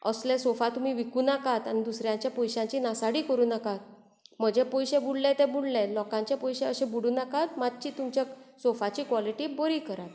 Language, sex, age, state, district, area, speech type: Goan Konkani, female, 45-60, Goa, Bardez, urban, spontaneous